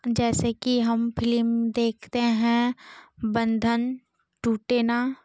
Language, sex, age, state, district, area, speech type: Hindi, female, 18-30, Uttar Pradesh, Ghazipur, rural, spontaneous